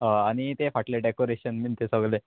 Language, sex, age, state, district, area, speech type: Goan Konkani, male, 18-30, Goa, Murmgao, urban, conversation